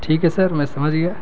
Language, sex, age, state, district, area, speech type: Urdu, male, 18-30, Bihar, Gaya, urban, spontaneous